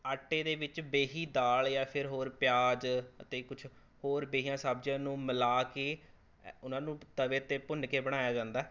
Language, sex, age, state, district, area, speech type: Punjabi, male, 18-30, Punjab, Rupnagar, rural, spontaneous